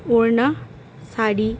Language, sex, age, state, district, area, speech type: Bengali, female, 18-30, West Bengal, Howrah, urban, spontaneous